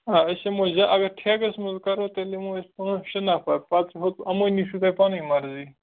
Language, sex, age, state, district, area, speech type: Kashmiri, male, 18-30, Jammu and Kashmir, Kupwara, urban, conversation